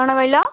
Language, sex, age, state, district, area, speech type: Odia, female, 18-30, Odisha, Kendujhar, urban, conversation